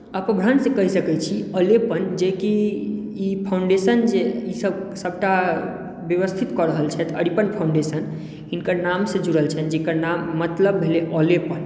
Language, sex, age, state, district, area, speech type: Maithili, male, 18-30, Bihar, Madhubani, rural, spontaneous